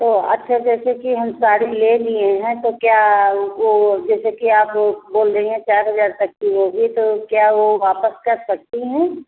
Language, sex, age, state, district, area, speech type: Hindi, female, 45-60, Uttar Pradesh, Bhadohi, rural, conversation